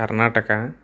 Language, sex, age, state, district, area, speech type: Telugu, male, 18-30, Andhra Pradesh, Eluru, rural, spontaneous